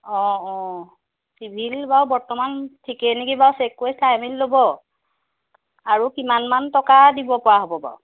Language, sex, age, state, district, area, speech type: Assamese, female, 30-45, Assam, Jorhat, urban, conversation